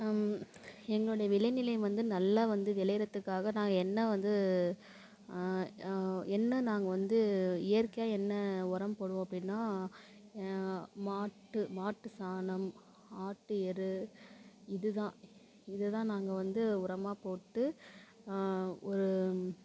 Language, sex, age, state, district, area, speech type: Tamil, female, 30-45, Tamil Nadu, Thanjavur, rural, spontaneous